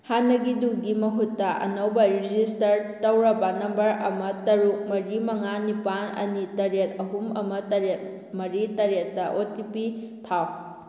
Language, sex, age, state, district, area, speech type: Manipuri, female, 18-30, Manipur, Kakching, rural, read